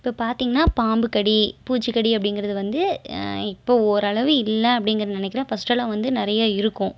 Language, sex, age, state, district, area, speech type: Tamil, female, 18-30, Tamil Nadu, Erode, rural, spontaneous